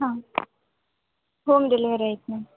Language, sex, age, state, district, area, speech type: Kannada, female, 18-30, Karnataka, Gadag, rural, conversation